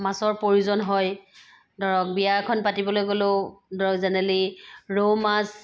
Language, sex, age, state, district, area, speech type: Assamese, female, 45-60, Assam, Sivasagar, rural, spontaneous